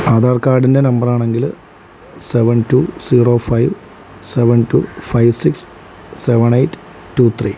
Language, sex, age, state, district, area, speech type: Malayalam, male, 30-45, Kerala, Alappuzha, rural, spontaneous